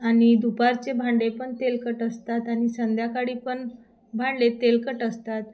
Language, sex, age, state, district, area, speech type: Marathi, female, 30-45, Maharashtra, Thane, urban, spontaneous